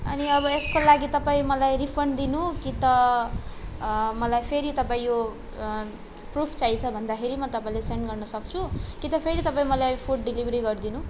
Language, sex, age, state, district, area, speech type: Nepali, female, 18-30, West Bengal, Darjeeling, rural, spontaneous